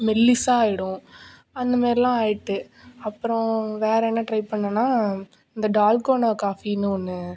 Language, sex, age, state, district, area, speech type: Tamil, female, 18-30, Tamil Nadu, Nagapattinam, rural, spontaneous